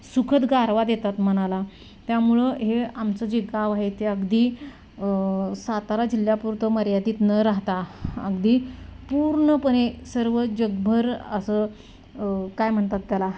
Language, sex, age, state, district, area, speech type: Marathi, female, 30-45, Maharashtra, Satara, rural, spontaneous